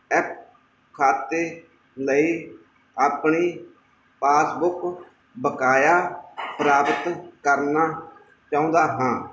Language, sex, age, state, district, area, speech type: Punjabi, male, 45-60, Punjab, Mansa, urban, read